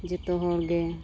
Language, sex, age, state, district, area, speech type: Santali, female, 30-45, Jharkhand, East Singhbhum, rural, spontaneous